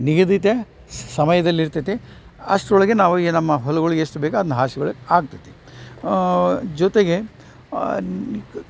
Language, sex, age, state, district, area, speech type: Kannada, male, 60+, Karnataka, Dharwad, rural, spontaneous